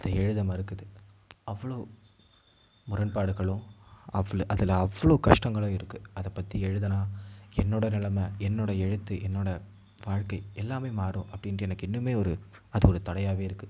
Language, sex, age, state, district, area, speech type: Tamil, male, 18-30, Tamil Nadu, Mayiladuthurai, urban, spontaneous